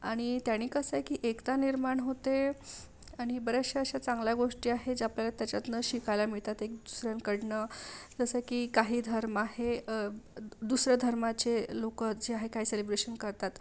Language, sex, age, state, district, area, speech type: Marathi, female, 30-45, Maharashtra, Amravati, urban, spontaneous